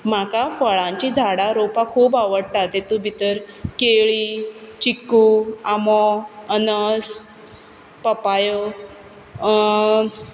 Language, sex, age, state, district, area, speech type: Goan Konkani, female, 30-45, Goa, Quepem, rural, spontaneous